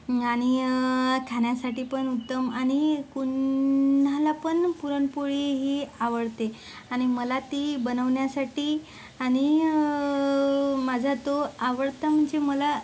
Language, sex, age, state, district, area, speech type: Marathi, female, 45-60, Maharashtra, Yavatmal, rural, spontaneous